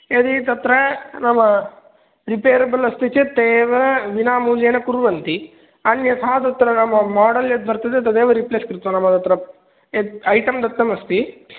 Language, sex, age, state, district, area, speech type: Sanskrit, male, 18-30, Andhra Pradesh, Kadapa, rural, conversation